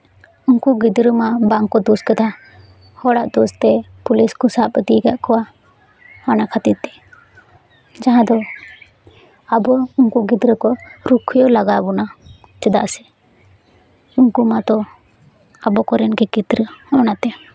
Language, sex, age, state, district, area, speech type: Santali, female, 18-30, West Bengal, Jhargram, rural, spontaneous